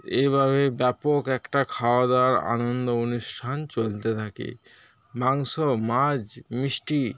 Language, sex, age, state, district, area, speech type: Bengali, male, 30-45, West Bengal, Paschim Medinipur, rural, spontaneous